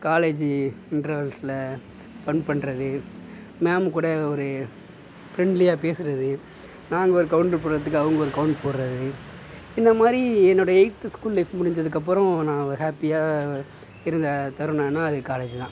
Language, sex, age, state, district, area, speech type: Tamil, male, 18-30, Tamil Nadu, Mayiladuthurai, urban, spontaneous